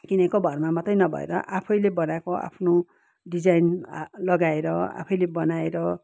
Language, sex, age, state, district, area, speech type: Nepali, female, 45-60, West Bengal, Kalimpong, rural, spontaneous